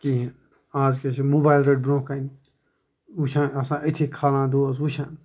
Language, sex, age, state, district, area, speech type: Kashmiri, male, 45-60, Jammu and Kashmir, Kupwara, urban, spontaneous